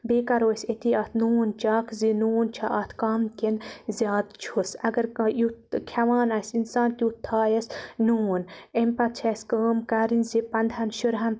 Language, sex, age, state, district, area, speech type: Kashmiri, female, 18-30, Jammu and Kashmir, Baramulla, rural, spontaneous